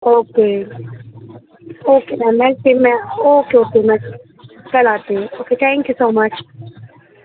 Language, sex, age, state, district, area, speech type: Urdu, female, 18-30, Uttar Pradesh, Gautam Buddha Nagar, rural, conversation